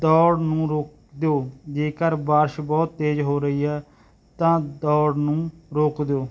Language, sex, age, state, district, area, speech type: Punjabi, male, 30-45, Punjab, Barnala, rural, spontaneous